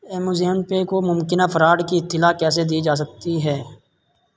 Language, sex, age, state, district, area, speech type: Urdu, male, 18-30, Uttar Pradesh, Saharanpur, urban, read